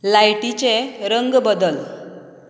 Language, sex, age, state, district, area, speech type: Goan Konkani, female, 30-45, Goa, Canacona, rural, read